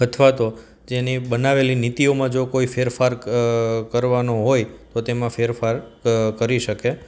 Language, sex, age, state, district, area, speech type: Gujarati, male, 30-45, Gujarat, Junagadh, urban, spontaneous